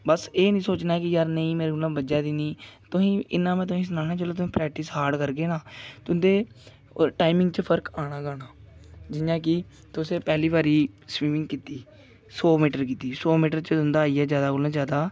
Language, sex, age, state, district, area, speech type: Dogri, male, 18-30, Jammu and Kashmir, Kathua, rural, spontaneous